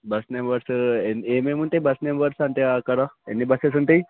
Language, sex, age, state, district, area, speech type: Telugu, male, 18-30, Telangana, Vikarabad, urban, conversation